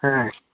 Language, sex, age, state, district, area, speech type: Bengali, male, 30-45, West Bengal, Jhargram, rural, conversation